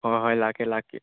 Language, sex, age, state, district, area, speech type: Manipuri, male, 18-30, Manipur, Chandel, rural, conversation